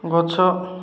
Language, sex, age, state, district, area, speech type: Odia, male, 18-30, Odisha, Koraput, urban, read